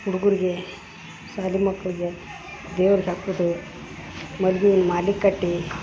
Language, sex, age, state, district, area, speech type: Kannada, female, 45-60, Karnataka, Dharwad, rural, spontaneous